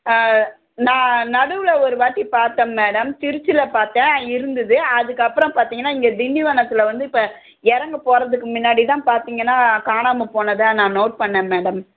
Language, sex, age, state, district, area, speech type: Tamil, female, 45-60, Tamil Nadu, Chennai, urban, conversation